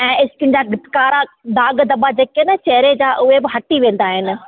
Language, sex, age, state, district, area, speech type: Sindhi, female, 30-45, Rajasthan, Ajmer, urban, conversation